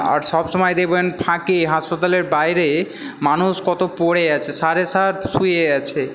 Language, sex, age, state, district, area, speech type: Bengali, male, 18-30, West Bengal, Hooghly, urban, spontaneous